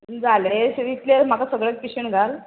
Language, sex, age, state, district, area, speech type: Goan Konkani, female, 30-45, Goa, Bardez, urban, conversation